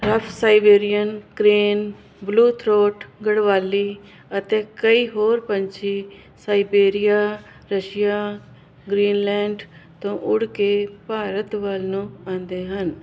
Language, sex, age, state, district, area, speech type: Punjabi, female, 45-60, Punjab, Jalandhar, urban, spontaneous